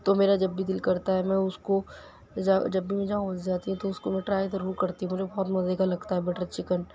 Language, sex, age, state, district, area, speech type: Urdu, female, 18-30, Delhi, Central Delhi, urban, spontaneous